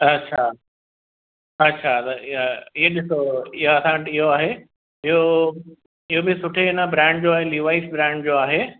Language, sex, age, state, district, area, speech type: Sindhi, male, 30-45, Maharashtra, Mumbai Suburban, urban, conversation